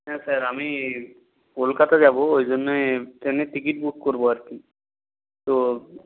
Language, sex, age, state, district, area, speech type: Bengali, male, 18-30, West Bengal, North 24 Parganas, rural, conversation